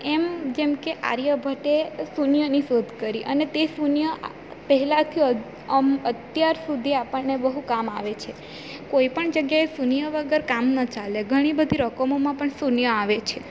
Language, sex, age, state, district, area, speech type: Gujarati, female, 18-30, Gujarat, Valsad, rural, spontaneous